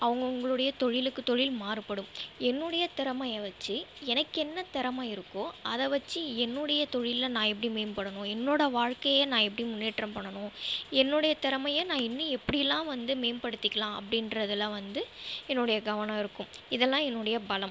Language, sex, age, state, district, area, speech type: Tamil, female, 18-30, Tamil Nadu, Viluppuram, rural, spontaneous